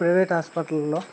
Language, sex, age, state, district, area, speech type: Telugu, male, 18-30, Andhra Pradesh, Guntur, rural, spontaneous